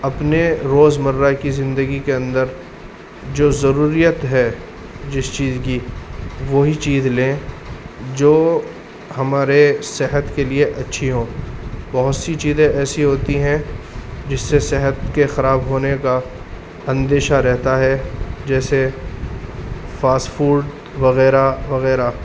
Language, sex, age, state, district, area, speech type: Urdu, male, 30-45, Uttar Pradesh, Muzaffarnagar, urban, spontaneous